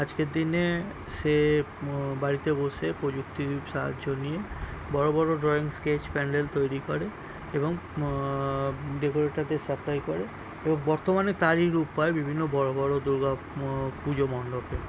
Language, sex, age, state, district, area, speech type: Bengali, male, 45-60, West Bengal, Birbhum, urban, spontaneous